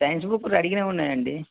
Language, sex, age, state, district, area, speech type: Telugu, male, 18-30, Telangana, Hanamkonda, urban, conversation